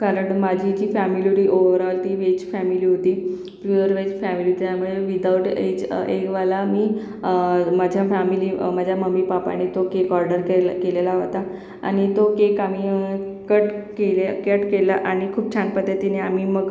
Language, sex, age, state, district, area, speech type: Marathi, female, 18-30, Maharashtra, Akola, urban, spontaneous